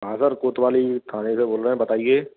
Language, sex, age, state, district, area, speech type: Hindi, male, 18-30, Rajasthan, Bharatpur, urban, conversation